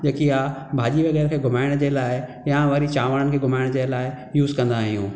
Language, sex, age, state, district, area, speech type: Sindhi, male, 45-60, Maharashtra, Thane, urban, spontaneous